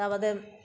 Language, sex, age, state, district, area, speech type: Bengali, female, 45-60, West Bengal, Uttar Dinajpur, rural, spontaneous